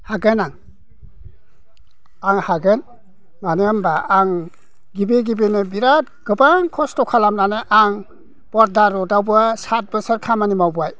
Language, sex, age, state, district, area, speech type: Bodo, male, 60+, Assam, Udalguri, rural, spontaneous